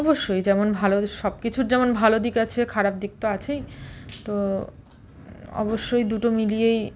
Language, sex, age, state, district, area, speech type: Bengali, female, 30-45, West Bengal, Malda, rural, spontaneous